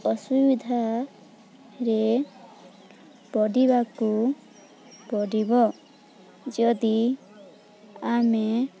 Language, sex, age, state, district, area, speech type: Odia, female, 18-30, Odisha, Balangir, urban, spontaneous